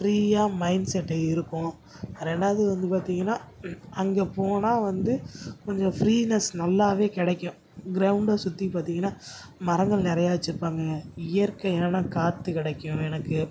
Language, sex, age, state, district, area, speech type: Tamil, male, 18-30, Tamil Nadu, Tiruchirappalli, rural, spontaneous